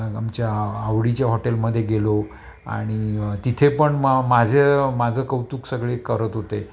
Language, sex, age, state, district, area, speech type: Marathi, male, 60+, Maharashtra, Palghar, urban, spontaneous